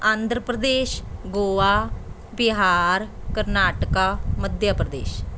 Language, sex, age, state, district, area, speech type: Punjabi, female, 30-45, Punjab, Mansa, urban, spontaneous